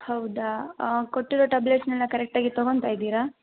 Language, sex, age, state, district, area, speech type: Kannada, female, 18-30, Karnataka, Tumkur, rural, conversation